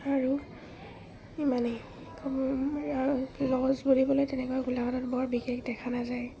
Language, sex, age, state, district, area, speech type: Assamese, female, 30-45, Assam, Golaghat, urban, spontaneous